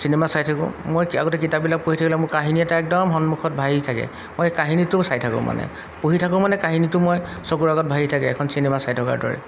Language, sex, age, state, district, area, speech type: Assamese, male, 45-60, Assam, Golaghat, urban, spontaneous